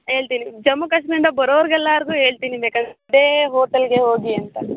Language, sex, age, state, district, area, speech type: Kannada, female, 18-30, Karnataka, Tumkur, rural, conversation